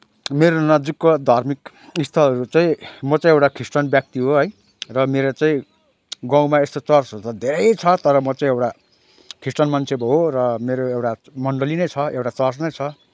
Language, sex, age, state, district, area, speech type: Nepali, male, 30-45, West Bengal, Kalimpong, rural, spontaneous